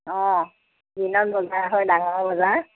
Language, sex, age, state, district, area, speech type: Assamese, female, 60+, Assam, Majuli, urban, conversation